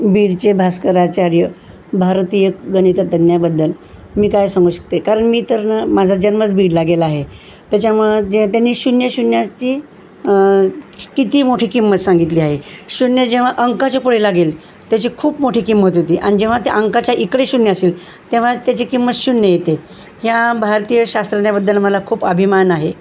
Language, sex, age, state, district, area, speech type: Marathi, female, 60+, Maharashtra, Osmanabad, rural, spontaneous